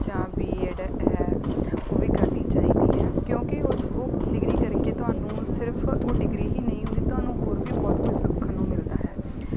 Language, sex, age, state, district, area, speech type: Punjabi, female, 18-30, Punjab, Bathinda, rural, spontaneous